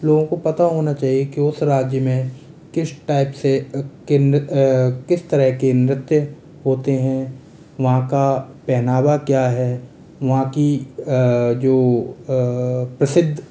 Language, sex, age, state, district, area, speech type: Hindi, male, 30-45, Rajasthan, Jaipur, rural, spontaneous